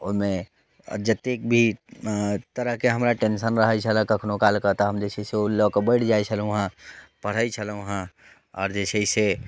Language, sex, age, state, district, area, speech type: Maithili, male, 30-45, Bihar, Muzaffarpur, rural, spontaneous